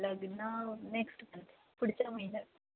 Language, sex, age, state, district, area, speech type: Marathi, female, 18-30, Maharashtra, Ratnagiri, rural, conversation